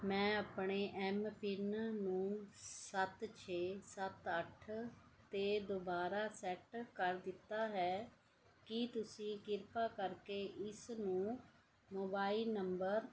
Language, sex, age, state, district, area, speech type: Punjabi, female, 45-60, Punjab, Mohali, urban, read